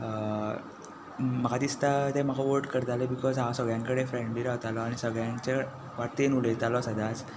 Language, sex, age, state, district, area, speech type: Goan Konkani, male, 18-30, Goa, Tiswadi, rural, spontaneous